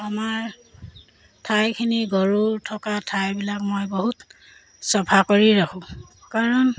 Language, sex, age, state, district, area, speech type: Assamese, female, 30-45, Assam, Sivasagar, rural, spontaneous